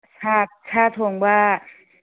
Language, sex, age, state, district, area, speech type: Manipuri, female, 60+, Manipur, Churachandpur, urban, conversation